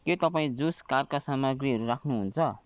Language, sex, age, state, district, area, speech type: Nepali, male, 30-45, West Bengal, Kalimpong, rural, read